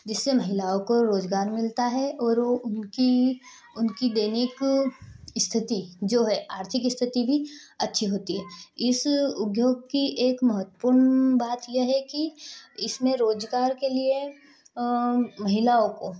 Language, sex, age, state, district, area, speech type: Hindi, female, 18-30, Madhya Pradesh, Ujjain, rural, spontaneous